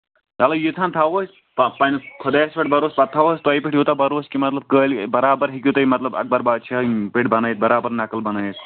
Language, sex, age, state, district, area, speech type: Kashmiri, male, 18-30, Jammu and Kashmir, Kulgam, rural, conversation